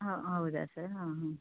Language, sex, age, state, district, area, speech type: Kannada, female, 30-45, Karnataka, Udupi, rural, conversation